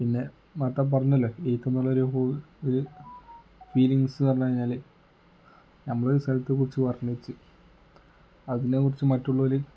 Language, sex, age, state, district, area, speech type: Malayalam, male, 18-30, Kerala, Kozhikode, rural, spontaneous